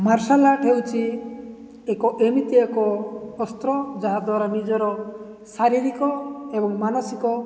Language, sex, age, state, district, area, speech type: Odia, male, 18-30, Odisha, Nabarangpur, urban, spontaneous